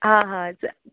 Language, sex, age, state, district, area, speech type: Marathi, female, 18-30, Maharashtra, Thane, urban, conversation